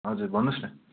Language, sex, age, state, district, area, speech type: Nepali, male, 18-30, West Bengal, Darjeeling, rural, conversation